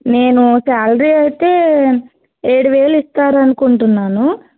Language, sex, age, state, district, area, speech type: Telugu, female, 18-30, Andhra Pradesh, Krishna, urban, conversation